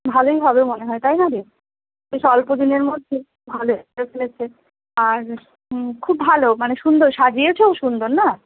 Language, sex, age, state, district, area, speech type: Bengali, female, 30-45, West Bengal, Darjeeling, urban, conversation